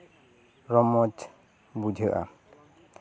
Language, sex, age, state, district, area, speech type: Santali, male, 30-45, West Bengal, Bankura, rural, spontaneous